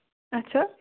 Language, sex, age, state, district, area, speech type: Kashmiri, female, 30-45, Jammu and Kashmir, Bandipora, rural, conversation